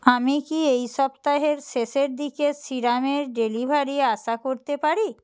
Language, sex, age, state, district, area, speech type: Bengali, female, 45-60, West Bengal, Nadia, rural, read